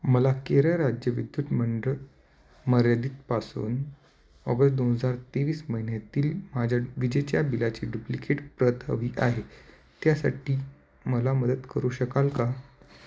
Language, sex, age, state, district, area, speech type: Marathi, male, 30-45, Maharashtra, Nashik, urban, read